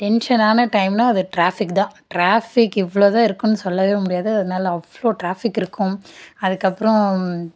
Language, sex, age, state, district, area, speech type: Tamil, female, 18-30, Tamil Nadu, Dharmapuri, rural, spontaneous